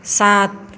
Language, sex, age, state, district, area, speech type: Maithili, female, 45-60, Bihar, Madhepura, rural, read